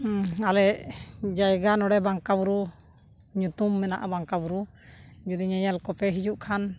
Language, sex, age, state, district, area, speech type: Santali, female, 60+, Odisha, Mayurbhanj, rural, spontaneous